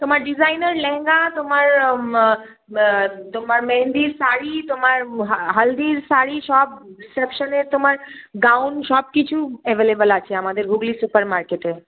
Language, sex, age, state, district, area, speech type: Bengali, female, 30-45, West Bengal, Hooghly, urban, conversation